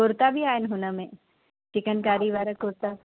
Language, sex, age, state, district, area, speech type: Sindhi, female, 30-45, Uttar Pradesh, Lucknow, urban, conversation